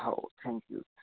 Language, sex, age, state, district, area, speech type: Marathi, male, 18-30, Maharashtra, Washim, rural, conversation